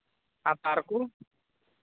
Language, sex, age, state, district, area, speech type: Santali, male, 18-30, Jharkhand, Pakur, rural, conversation